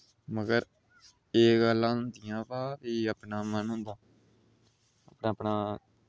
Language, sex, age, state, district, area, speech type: Dogri, male, 30-45, Jammu and Kashmir, Udhampur, rural, spontaneous